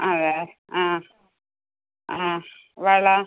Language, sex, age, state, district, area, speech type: Malayalam, female, 45-60, Kerala, Kasaragod, rural, conversation